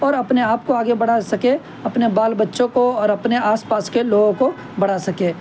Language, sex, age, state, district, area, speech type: Urdu, male, 18-30, Delhi, North West Delhi, urban, spontaneous